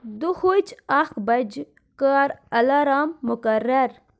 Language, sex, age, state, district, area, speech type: Kashmiri, male, 45-60, Jammu and Kashmir, Budgam, rural, read